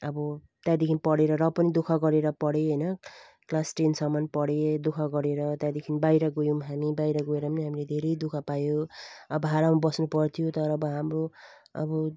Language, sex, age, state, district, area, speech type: Nepali, female, 45-60, West Bengal, Jalpaiguri, rural, spontaneous